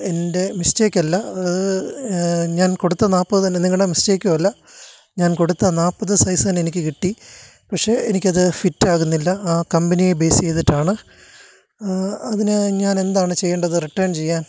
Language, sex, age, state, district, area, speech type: Malayalam, male, 30-45, Kerala, Kottayam, urban, spontaneous